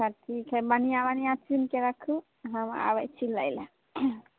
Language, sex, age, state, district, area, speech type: Maithili, female, 18-30, Bihar, Samastipur, rural, conversation